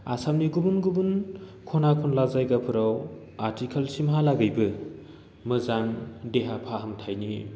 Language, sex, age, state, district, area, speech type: Bodo, male, 30-45, Assam, Baksa, urban, spontaneous